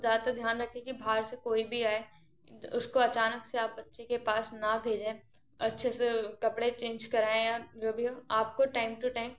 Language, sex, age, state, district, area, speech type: Hindi, female, 18-30, Madhya Pradesh, Gwalior, rural, spontaneous